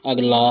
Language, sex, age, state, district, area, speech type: Hindi, male, 30-45, Bihar, Madhepura, rural, read